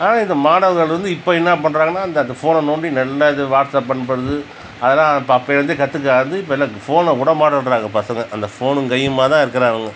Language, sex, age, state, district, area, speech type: Tamil, male, 45-60, Tamil Nadu, Cuddalore, rural, spontaneous